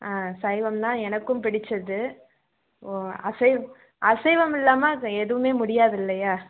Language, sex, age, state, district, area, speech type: Tamil, female, 18-30, Tamil Nadu, Chengalpattu, urban, conversation